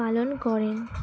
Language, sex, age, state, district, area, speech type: Bengali, female, 18-30, West Bengal, Dakshin Dinajpur, urban, spontaneous